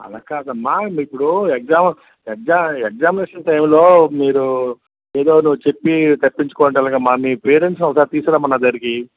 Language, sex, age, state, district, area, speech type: Telugu, male, 60+, Andhra Pradesh, Visakhapatnam, urban, conversation